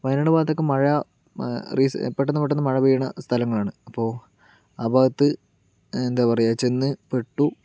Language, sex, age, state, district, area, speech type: Malayalam, male, 18-30, Kerala, Palakkad, rural, spontaneous